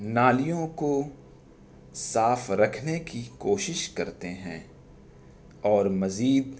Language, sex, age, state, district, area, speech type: Urdu, male, 18-30, Delhi, South Delhi, urban, spontaneous